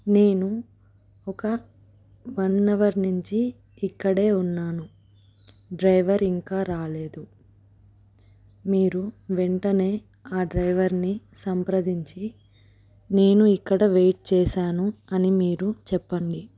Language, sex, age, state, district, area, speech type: Telugu, female, 18-30, Telangana, Adilabad, urban, spontaneous